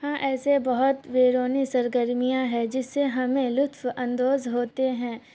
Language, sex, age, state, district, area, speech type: Urdu, female, 18-30, Bihar, Supaul, rural, spontaneous